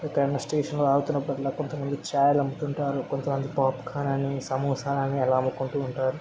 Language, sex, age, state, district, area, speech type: Telugu, male, 18-30, Telangana, Medchal, urban, spontaneous